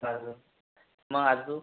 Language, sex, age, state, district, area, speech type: Marathi, other, 18-30, Maharashtra, Buldhana, urban, conversation